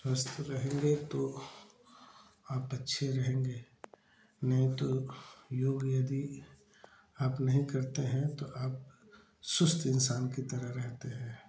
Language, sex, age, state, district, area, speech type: Hindi, male, 45-60, Uttar Pradesh, Chandauli, urban, spontaneous